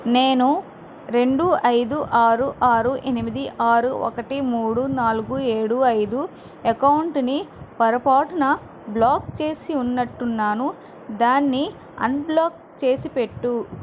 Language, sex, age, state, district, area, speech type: Telugu, female, 60+, Andhra Pradesh, Vizianagaram, rural, read